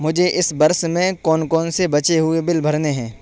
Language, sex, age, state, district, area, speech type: Urdu, male, 18-30, Uttar Pradesh, Saharanpur, urban, read